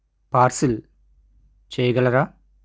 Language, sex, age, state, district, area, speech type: Telugu, male, 30-45, Andhra Pradesh, East Godavari, rural, spontaneous